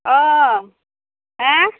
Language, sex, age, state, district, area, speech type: Bodo, female, 30-45, Assam, Baksa, rural, conversation